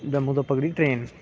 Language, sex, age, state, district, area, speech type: Dogri, male, 18-30, Jammu and Kashmir, Samba, urban, spontaneous